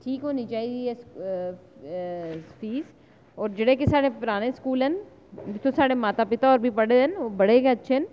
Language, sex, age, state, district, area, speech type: Dogri, female, 30-45, Jammu and Kashmir, Jammu, urban, spontaneous